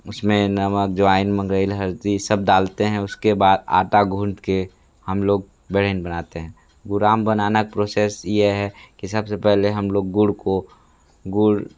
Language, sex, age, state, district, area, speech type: Hindi, male, 60+, Uttar Pradesh, Sonbhadra, rural, spontaneous